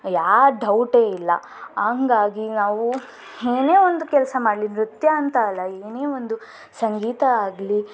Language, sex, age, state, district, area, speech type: Kannada, female, 18-30, Karnataka, Davanagere, rural, spontaneous